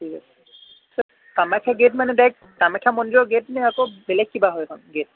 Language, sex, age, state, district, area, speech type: Assamese, male, 18-30, Assam, Kamrup Metropolitan, urban, conversation